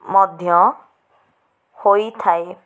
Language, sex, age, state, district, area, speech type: Odia, female, 45-60, Odisha, Cuttack, urban, spontaneous